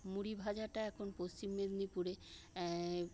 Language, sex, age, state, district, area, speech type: Bengali, female, 60+, West Bengal, Paschim Medinipur, urban, spontaneous